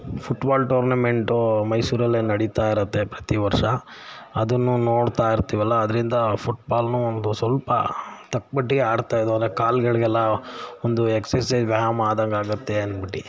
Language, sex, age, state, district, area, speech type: Kannada, male, 45-60, Karnataka, Mysore, rural, spontaneous